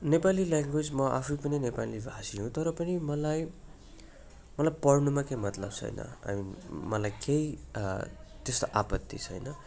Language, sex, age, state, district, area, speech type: Nepali, male, 30-45, West Bengal, Darjeeling, rural, spontaneous